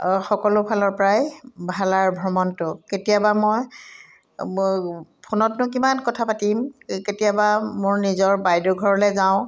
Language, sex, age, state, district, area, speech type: Assamese, female, 60+, Assam, Udalguri, rural, spontaneous